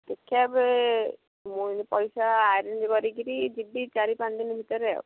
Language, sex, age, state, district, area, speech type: Odia, female, 18-30, Odisha, Ganjam, urban, conversation